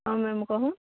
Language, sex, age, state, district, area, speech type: Odia, female, 18-30, Odisha, Subarnapur, urban, conversation